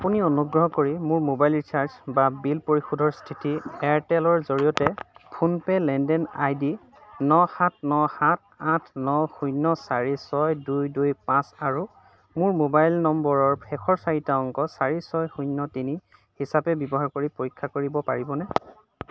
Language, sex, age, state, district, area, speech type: Assamese, male, 30-45, Assam, Dhemaji, urban, read